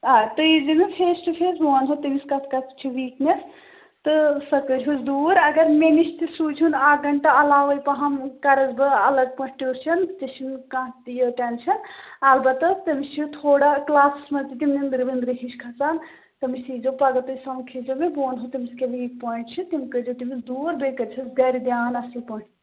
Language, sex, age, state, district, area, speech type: Kashmiri, female, 30-45, Jammu and Kashmir, Pulwama, urban, conversation